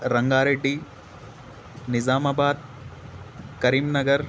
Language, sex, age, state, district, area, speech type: Urdu, male, 18-30, Telangana, Hyderabad, urban, spontaneous